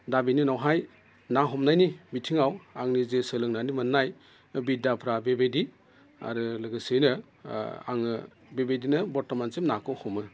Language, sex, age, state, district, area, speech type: Bodo, male, 30-45, Assam, Udalguri, rural, spontaneous